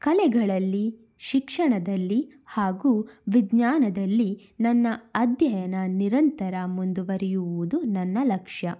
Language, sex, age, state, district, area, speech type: Kannada, female, 18-30, Karnataka, Shimoga, rural, spontaneous